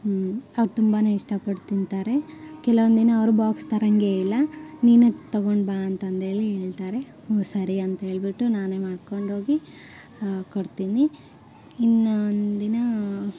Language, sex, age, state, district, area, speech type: Kannada, female, 18-30, Karnataka, Koppal, urban, spontaneous